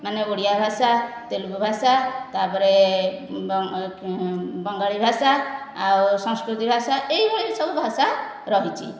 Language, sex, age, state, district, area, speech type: Odia, female, 60+, Odisha, Khordha, rural, spontaneous